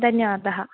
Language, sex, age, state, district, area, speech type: Sanskrit, female, 18-30, Kerala, Kannur, rural, conversation